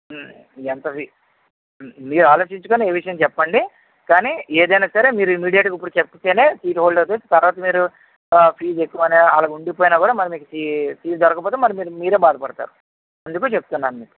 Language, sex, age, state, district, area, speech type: Telugu, male, 30-45, Andhra Pradesh, Visakhapatnam, urban, conversation